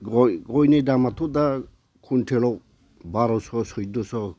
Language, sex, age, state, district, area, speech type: Bodo, male, 60+, Assam, Udalguri, rural, spontaneous